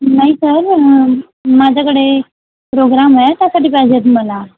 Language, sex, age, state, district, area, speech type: Marathi, female, 18-30, Maharashtra, Washim, urban, conversation